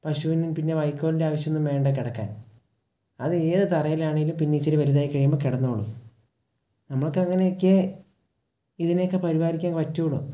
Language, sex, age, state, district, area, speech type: Malayalam, male, 18-30, Kerala, Wayanad, rural, spontaneous